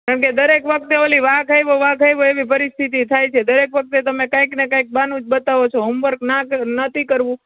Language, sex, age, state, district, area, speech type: Gujarati, female, 30-45, Gujarat, Rajkot, urban, conversation